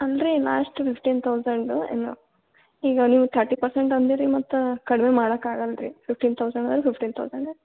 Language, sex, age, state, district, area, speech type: Kannada, female, 18-30, Karnataka, Gulbarga, urban, conversation